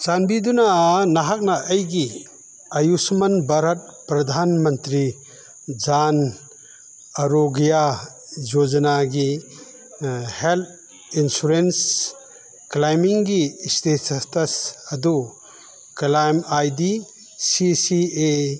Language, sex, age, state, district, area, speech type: Manipuri, male, 60+, Manipur, Chandel, rural, read